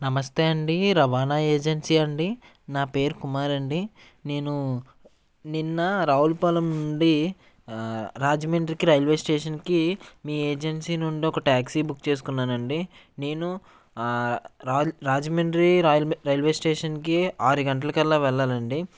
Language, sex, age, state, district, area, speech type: Telugu, male, 18-30, Andhra Pradesh, Konaseema, rural, spontaneous